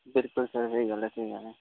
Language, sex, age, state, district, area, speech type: Dogri, male, 30-45, Jammu and Kashmir, Udhampur, rural, conversation